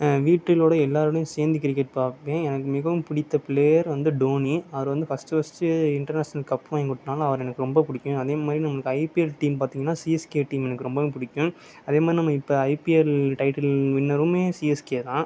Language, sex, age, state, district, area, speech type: Tamil, male, 18-30, Tamil Nadu, Sivaganga, rural, spontaneous